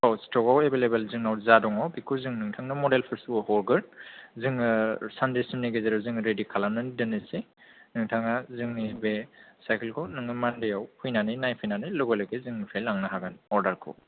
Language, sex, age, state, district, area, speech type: Bodo, male, 18-30, Assam, Kokrajhar, rural, conversation